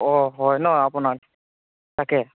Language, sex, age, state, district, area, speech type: Assamese, male, 18-30, Assam, Lakhimpur, rural, conversation